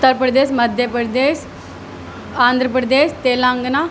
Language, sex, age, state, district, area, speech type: Urdu, female, 18-30, Uttar Pradesh, Gautam Buddha Nagar, rural, spontaneous